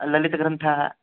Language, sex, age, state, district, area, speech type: Sanskrit, male, 18-30, Maharashtra, Aurangabad, urban, conversation